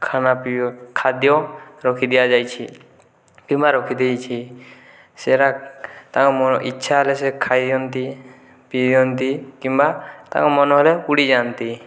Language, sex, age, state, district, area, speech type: Odia, male, 18-30, Odisha, Boudh, rural, spontaneous